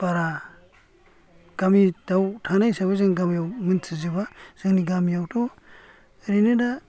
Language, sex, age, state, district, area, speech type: Bodo, male, 60+, Assam, Kokrajhar, rural, spontaneous